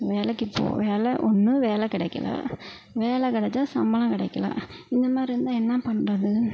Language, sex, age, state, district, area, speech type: Tamil, female, 45-60, Tamil Nadu, Perambalur, urban, spontaneous